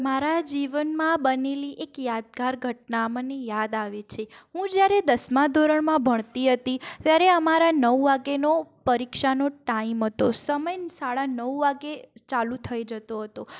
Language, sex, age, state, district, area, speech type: Gujarati, female, 45-60, Gujarat, Mehsana, rural, spontaneous